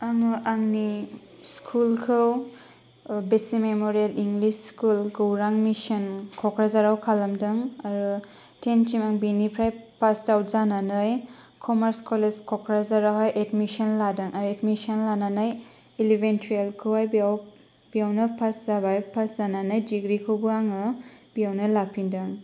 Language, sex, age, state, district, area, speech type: Bodo, female, 18-30, Assam, Kokrajhar, rural, spontaneous